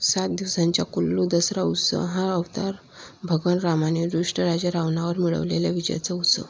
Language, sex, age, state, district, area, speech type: Marathi, female, 30-45, Maharashtra, Nagpur, urban, read